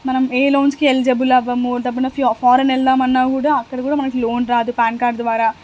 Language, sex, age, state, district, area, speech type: Telugu, female, 18-30, Telangana, Hanamkonda, urban, spontaneous